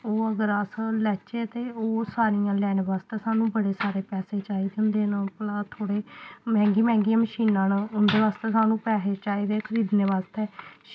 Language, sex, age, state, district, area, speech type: Dogri, female, 18-30, Jammu and Kashmir, Samba, rural, spontaneous